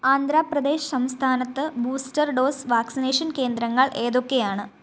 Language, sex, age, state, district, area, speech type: Malayalam, female, 18-30, Kerala, Kottayam, rural, read